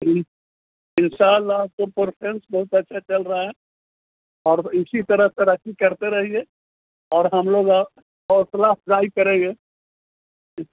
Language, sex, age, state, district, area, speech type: Urdu, male, 60+, Bihar, Gaya, urban, conversation